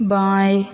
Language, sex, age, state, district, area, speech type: Hindi, female, 18-30, Madhya Pradesh, Hoshangabad, rural, read